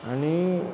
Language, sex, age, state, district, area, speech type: Goan Konkani, male, 30-45, Goa, Quepem, rural, spontaneous